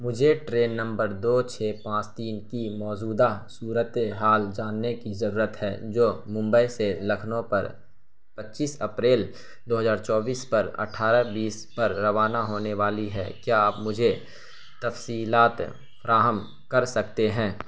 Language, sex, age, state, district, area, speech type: Urdu, male, 18-30, Bihar, Saharsa, rural, read